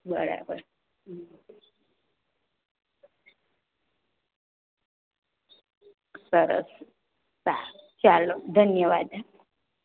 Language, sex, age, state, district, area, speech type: Gujarati, female, 30-45, Gujarat, Surat, rural, conversation